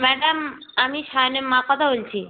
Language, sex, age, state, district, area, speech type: Bengali, female, 45-60, West Bengal, North 24 Parganas, rural, conversation